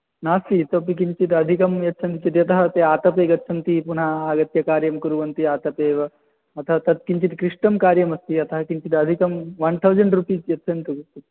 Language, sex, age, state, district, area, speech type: Sanskrit, male, 18-30, Odisha, Angul, rural, conversation